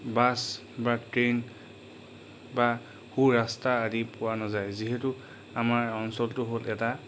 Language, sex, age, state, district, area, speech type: Assamese, male, 45-60, Assam, Charaideo, rural, spontaneous